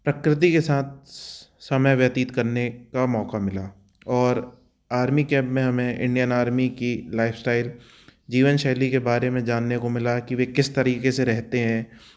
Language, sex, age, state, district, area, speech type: Hindi, male, 30-45, Madhya Pradesh, Jabalpur, urban, spontaneous